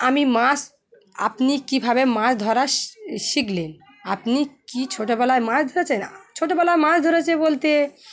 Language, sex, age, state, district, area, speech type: Bengali, female, 45-60, West Bengal, Dakshin Dinajpur, urban, spontaneous